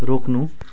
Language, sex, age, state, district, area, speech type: Nepali, male, 30-45, West Bengal, Jalpaiguri, rural, read